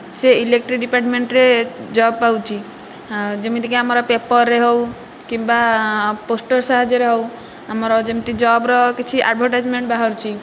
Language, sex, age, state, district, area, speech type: Odia, female, 18-30, Odisha, Nayagarh, rural, spontaneous